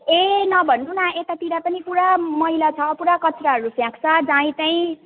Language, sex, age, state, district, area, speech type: Nepali, female, 18-30, West Bengal, Alipurduar, urban, conversation